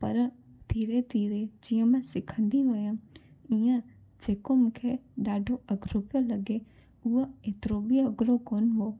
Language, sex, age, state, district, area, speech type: Sindhi, female, 18-30, Gujarat, Junagadh, urban, spontaneous